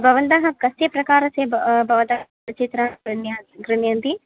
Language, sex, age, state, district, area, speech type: Sanskrit, female, 18-30, Kerala, Thrissur, urban, conversation